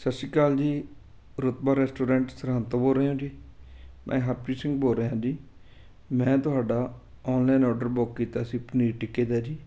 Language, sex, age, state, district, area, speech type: Punjabi, male, 30-45, Punjab, Fatehgarh Sahib, rural, spontaneous